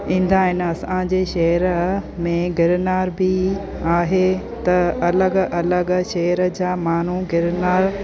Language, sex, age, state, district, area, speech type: Sindhi, female, 30-45, Gujarat, Junagadh, rural, spontaneous